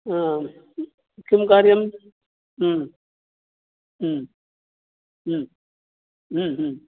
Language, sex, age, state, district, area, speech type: Sanskrit, male, 60+, Karnataka, Udupi, rural, conversation